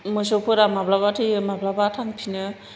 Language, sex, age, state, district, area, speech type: Bodo, female, 45-60, Assam, Chirang, urban, spontaneous